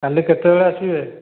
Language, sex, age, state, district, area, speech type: Odia, male, 45-60, Odisha, Dhenkanal, rural, conversation